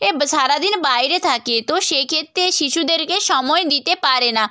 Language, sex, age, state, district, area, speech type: Bengali, female, 18-30, West Bengal, Nadia, rural, spontaneous